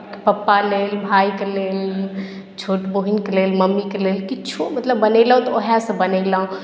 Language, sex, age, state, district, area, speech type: Maithili, female, 18-30, Bihar, Madhubani, rural, spontaneous